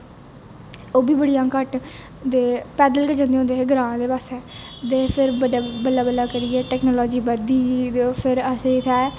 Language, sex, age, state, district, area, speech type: Dogri, female, 18-30, Jammu and Kashmir, Jammu, urban, spontaneous